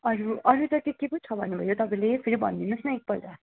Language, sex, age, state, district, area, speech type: Nepali, female, 30-45, West Bengal, Darjeeling, rural, conversation